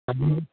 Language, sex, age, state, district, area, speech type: Tamil, male, 45-60, Tamil Nadu, Madurai, urban, conversation